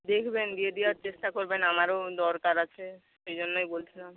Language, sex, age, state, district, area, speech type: Bengali, female, 45-60, West Bengal, Bankura, rural, conversation